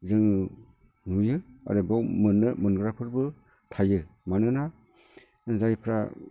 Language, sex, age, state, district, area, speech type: Bodo, male, 45-60, Assam, Chirang, rural, spontaneous